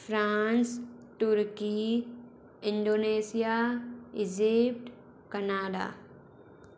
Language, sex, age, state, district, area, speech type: Hindi, female, 18-30, Madhya Pradesh, Bhopal, urban, spontaneous